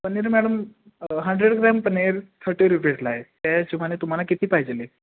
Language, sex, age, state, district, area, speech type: Marathi, male, 18-30, Maharashtra, Kolhapur, urban, conversation